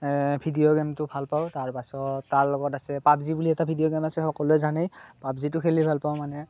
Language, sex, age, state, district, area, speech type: Assamese, male, 18-30, Assam, Morigaon, rural, spontaneous